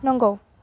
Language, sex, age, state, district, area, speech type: Bodo, female, 18-30, Assam, Baksa, rural, read